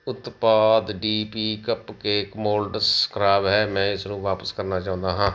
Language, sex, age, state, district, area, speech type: Punjabi, male, 45-60, Punjab, Tarn Taran, urban, read